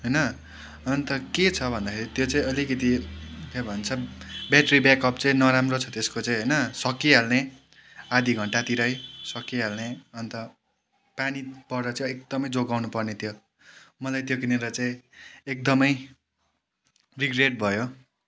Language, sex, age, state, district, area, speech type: Nepali, male, 18-30, West Bengal, Kalimpong, rural, spontaneous